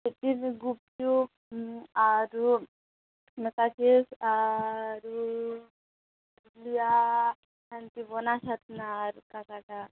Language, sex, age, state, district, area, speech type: Odia, female, 18-30, Odisha, Nuapada, urban, conversation